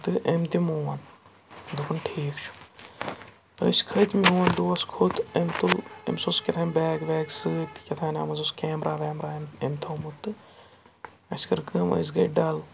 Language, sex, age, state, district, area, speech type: Kashmiri, male, 45-60, Jammu and Kashmir, Srinagar, urban, spontaneous